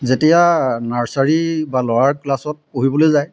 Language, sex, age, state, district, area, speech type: Assamese, male, 45-60, Assam, Golaghat, urban, spontaneous